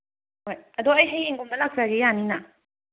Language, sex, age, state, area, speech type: Manipuri, female, 30-45, Manipur, urban, conversation